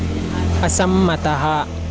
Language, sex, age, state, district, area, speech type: Sanskrit, male, 18-30, Karnataka, Chikkamagaluru, rural, read